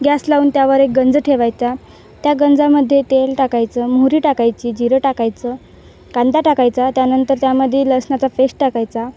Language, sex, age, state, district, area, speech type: Marathi, female, 18-30, Maharashtra, Wardha, rural, spontaneous